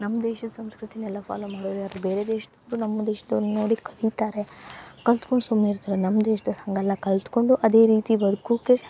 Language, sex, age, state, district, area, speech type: Kannada, female, 18-30, Karnataka, Uttara Kannada, rural, spontaneous